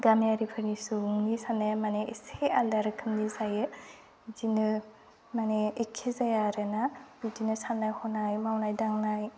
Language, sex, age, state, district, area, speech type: Bodo, female, 18-30, Assam, Udalguri, rural, spontaneous